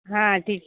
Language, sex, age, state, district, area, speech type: Marathi, female, 30-45, Maharashtra, Ratnagiri, rural, conversation